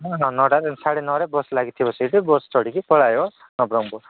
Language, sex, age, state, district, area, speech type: Odia, male, 45-60, Odisha, Nabarangpur, rural, conversation